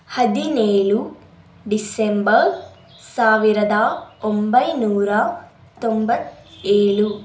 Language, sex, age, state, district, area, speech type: Kannada, female, 18-30, Karnataka, Davanagere, rural, spontaneous